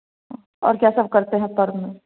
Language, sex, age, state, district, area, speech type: Hindi, female, 30-45, Bihar, Samastipur, urban, conversation